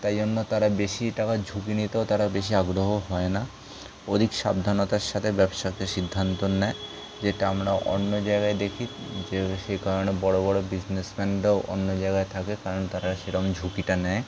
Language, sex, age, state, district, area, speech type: Bengali, male, 18-30, West Bengal, Kolkata, urban, spontaneous